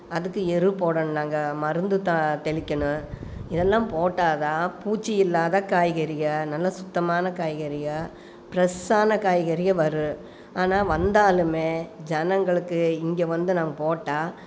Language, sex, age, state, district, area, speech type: Tamil, female, 45-60, Tamil Nadu, Coimbatore, rural, spontaneous